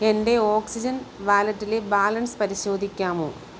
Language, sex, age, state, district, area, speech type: Malayalam, female, 30-45, Kerala, Kollam, urban, read